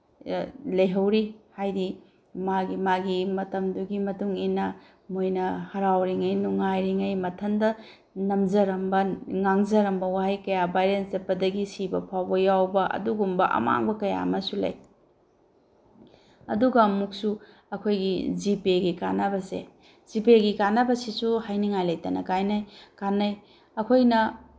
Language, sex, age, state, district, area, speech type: Manipuri, female, 45-60, Manipur, Bishnupur, rural, spontaneous